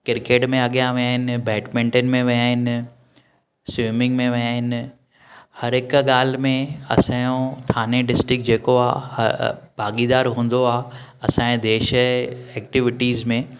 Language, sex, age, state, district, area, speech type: Sindhi, male, 30-45, Maharashtra, Thane, urban, spontaneous